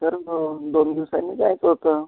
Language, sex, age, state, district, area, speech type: Marathi, male, 30-45, Maharashtra, Washim, urban, conversation